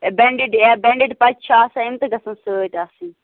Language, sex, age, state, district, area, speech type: Kashmiri, female, 18-30, Jammu and Kashmir, Bandipora, rural, conversation